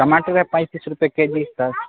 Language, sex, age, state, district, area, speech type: Urdu, male, 18-30, Bihar, Saharsa, rural, conversation